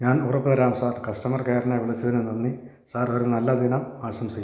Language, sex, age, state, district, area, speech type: Malayalam, male, 45-60, Kerala, Idukki, rural, read